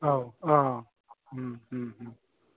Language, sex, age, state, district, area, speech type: Bodo, male, 30-45, Assam, Udalguri, urban, conversation